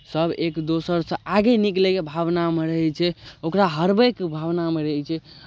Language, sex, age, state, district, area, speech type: Maithili, male, 18-30, Bihar, Darbhanga, rural, spontaneous